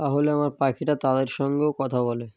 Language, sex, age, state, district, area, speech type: Bengali, male, 18-30, West Bengal, Birbhum, urban, spontaneous